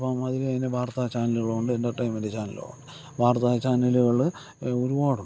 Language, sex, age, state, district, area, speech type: Malayalam, male, 45-60, Kerala, Thiruvananthapuram, rural, spontaneous